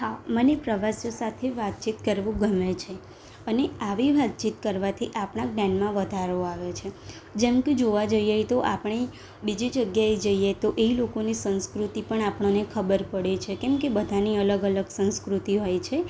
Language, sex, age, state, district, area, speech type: Gujarati, female, 18-30, Gujarat, Anand, rural, spontaneous